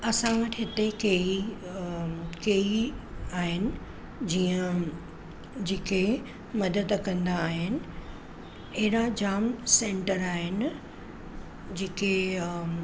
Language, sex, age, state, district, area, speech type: Sindhi, female, 45-60, Maharashtra, Mumbai Suburban, urban, spontaneous